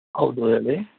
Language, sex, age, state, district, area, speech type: Kannada, male, 30-45, Karnataka, Mandya, rural, conversation